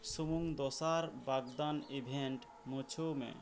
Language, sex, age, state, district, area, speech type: Santali, male, 18-30, West Bengal, Birbhum, rural, read